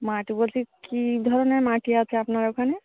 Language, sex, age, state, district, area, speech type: Bengali, female, 30-45, West Bengal, Darjeeling, urban, conversation